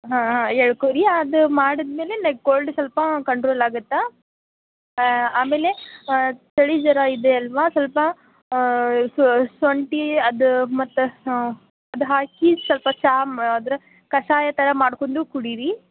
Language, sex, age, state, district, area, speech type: Kannada, female, 18-30, Karnataka, Gadag, rural, conversation